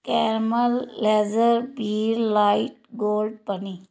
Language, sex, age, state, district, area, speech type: Punjabi, female, 30-45, Punjab, Fazilka, rural, spontaneous